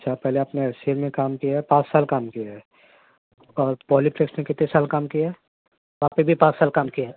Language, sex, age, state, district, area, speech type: Urdu, male, 45-60, Uttar Pradesh, Ghaziabad, urban, conversation